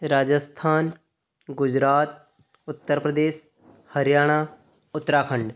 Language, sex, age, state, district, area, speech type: Hindi, male, 30-45, Madhya Pradesh, Ujjain, rural, spontaneous